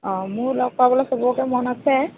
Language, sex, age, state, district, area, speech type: Assamese, female, 18-30, Assam, Lakhimpur, rural, conversation